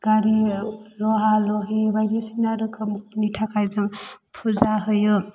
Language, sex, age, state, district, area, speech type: Bodo, female, 18-30, Assam, Chirang, rural, spontaneous